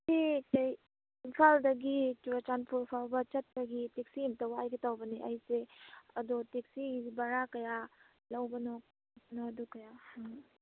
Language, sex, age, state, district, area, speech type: Manipuri, female, 18-30, Manipur, Churachandpur, rural, conversation